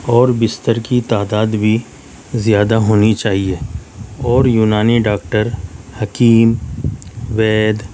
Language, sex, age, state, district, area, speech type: Urdu, male, 60+, Delhi, Central Delhi, urban, spontaneous